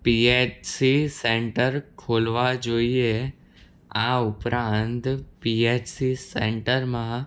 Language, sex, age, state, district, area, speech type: Gujarati, male, 18-30, Gujarat, Anand, rural, spontaneous